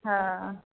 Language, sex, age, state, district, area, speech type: Urdu, female, 45-60, Bihar, Khagaria, rural, conversation